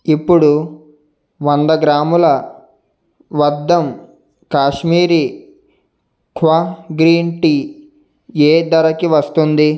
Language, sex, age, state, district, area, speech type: Telugu, male, 18-30, Andhra Pradesh, Konaseema, urban, read